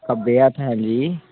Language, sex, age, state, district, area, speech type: Punjabi, male, 18-30, Punjab, Gurdaspur, urban, conversation